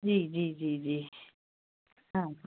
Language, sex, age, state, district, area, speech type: Sindhi, female, 45-60, Uttar Pradesh, Lucknow, urban, conversation